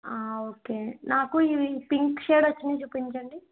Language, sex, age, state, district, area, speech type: Telugu, female, 45-60, Andhra Pradesh, East Godavari, rural, conversation